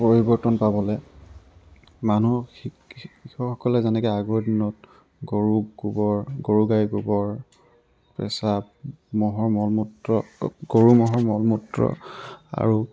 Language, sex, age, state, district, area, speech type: Assamese, male, 18-30, Assam, Tinsukia, urban, spontaneous